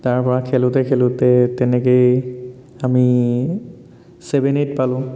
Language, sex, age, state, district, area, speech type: Assamese, male, 18-30, Assam, Dhemaji, urban, spontaneous